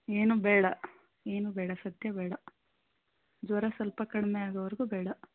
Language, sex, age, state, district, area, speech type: Kannada, female, 18-30, Karnataka, Davanagere, rural, conversation